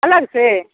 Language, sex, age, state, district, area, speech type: Hindi, female, 45-60, Bihar, Samastipur, rural, conversation